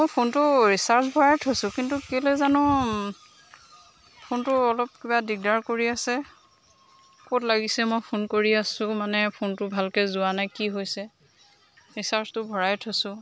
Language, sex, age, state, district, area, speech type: Assamese, female, 30-45, Assam, Lakhimpur, urban, spontaneous